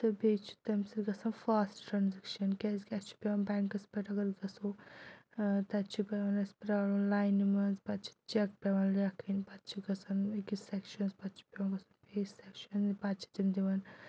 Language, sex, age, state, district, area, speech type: Kashmiri, female, 30-45, Jammu and Kashmir, Anantnag, rural, spontaneous